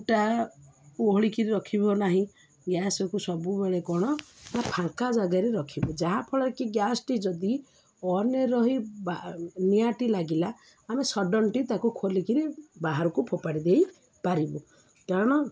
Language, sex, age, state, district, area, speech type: Odia, female, 30-45, Odisha, Jagatsinghpur, urban, spontaneous